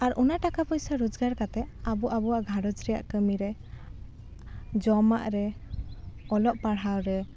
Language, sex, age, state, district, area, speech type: Santali, female, 18-30, West Bengal, Malda, rural, spontaneous